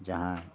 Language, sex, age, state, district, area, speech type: Santali, male, 60+, West Bengal, Paschim Bardhaman, urban, spontaneous